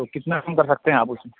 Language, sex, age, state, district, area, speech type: Urdu, male, 18-30, Bihar, Purnia, rural, conversation